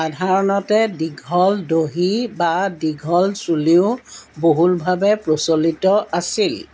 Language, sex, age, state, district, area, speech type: Assamese, female, 60+, Assam, Jorhat, urban, read